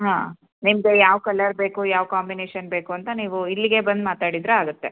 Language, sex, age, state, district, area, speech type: Kannada, female, 30-45, Karnataka, Hassan, rural, conversation